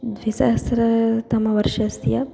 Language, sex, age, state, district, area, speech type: Sanskrit, female, 18-30, Karnataka, Chitradurga, rural, spontaneous